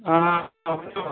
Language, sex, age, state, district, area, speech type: Kashmiri, male, 18-30, Jammu and Kashmir, Anantnag, rural, conversation